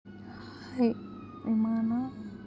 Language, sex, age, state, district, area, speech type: Telugu, female, 18-30, Andhra Pradesh, Eluru, urban, spontaneous